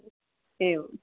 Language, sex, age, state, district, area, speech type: Sanskrit, female, 18-30, Kerala, Kasaragod, rural, conversation